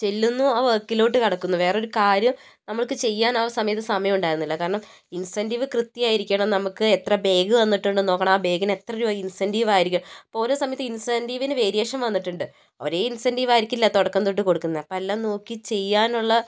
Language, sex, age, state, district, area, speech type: Malayalam, male, 30-45, Kerala, Wayanad, rural, spontaneous